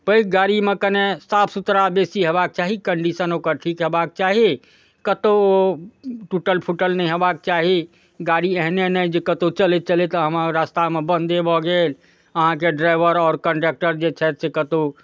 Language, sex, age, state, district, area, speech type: Maithili, male, 45-60, Bihar, Darbhanga, rural, spontaneous